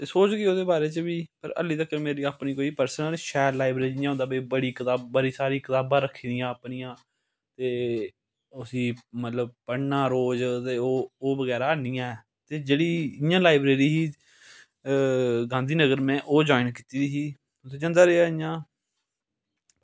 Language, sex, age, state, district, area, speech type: Dogri, male, 30-45, Jammu and Kashmir, Samba, rural, spontaneous